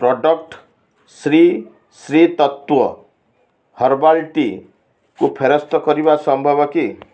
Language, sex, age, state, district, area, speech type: Odia, male, 60+, Odisha, Balasore, rural, read